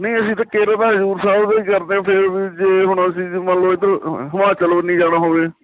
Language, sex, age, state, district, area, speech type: Punjabi, male, 30-45, Punjab, Barnala, rural, conversation